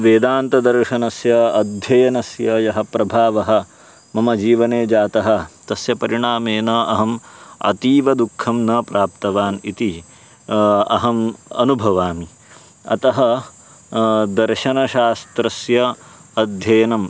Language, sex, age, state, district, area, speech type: Sanskrit, male, 30-45, Karnataka, Uttara Kannada, urban, spontaneous